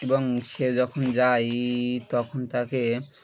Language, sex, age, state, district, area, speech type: Bengali, male, 18-30, West Bengal, Birbhum, urban, spontaneous